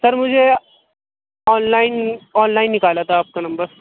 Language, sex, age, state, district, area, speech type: Urdu, male, 18-30, Delhi, Central Delhi, urban, conversation